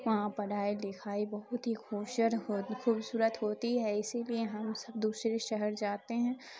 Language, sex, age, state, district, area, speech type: Urdu, female, 18-30, Bihar, Khagaria, rural, spontaneous